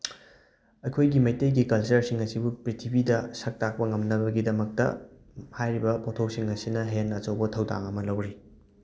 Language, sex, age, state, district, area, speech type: Manipuri, male, 18-30, Manipur, Thoubal, rural, spontaneous